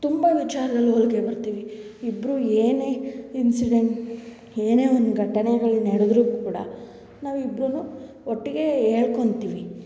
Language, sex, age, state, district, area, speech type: Kannada, female, 18-30, Karnataka, Hassan, urban, spontaneous